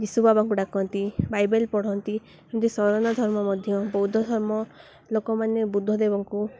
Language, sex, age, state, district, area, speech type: Odia, female, 18-30, Odisha, Koraput, urban, spontaneous